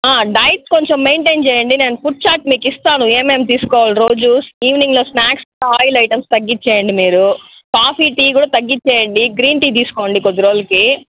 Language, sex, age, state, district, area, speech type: Telugu, female, 60+, Andhra Pradesh, Chittoor, urban, conversation